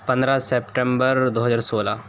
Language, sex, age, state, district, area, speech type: Urdu, male, 18-30, Uttar Pradesh, Siddharthnagar, rural, spontaneous